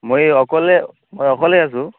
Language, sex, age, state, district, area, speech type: Assamese, male, 18-30, Assam, Barpeta, rural, conversation